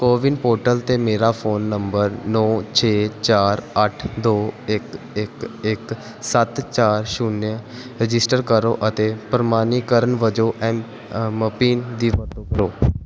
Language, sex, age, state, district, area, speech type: Punjabi, male, 18-30, Punjab, Pathankot, urban, read